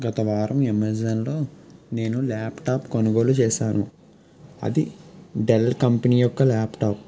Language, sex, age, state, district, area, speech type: Telugu, male, 18-30, Andhra Pradesh, Guntur, urban, spontaneous